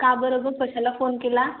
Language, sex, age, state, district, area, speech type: Marathi, female, 18-30, Maharashtra, Wardha, rural, conversation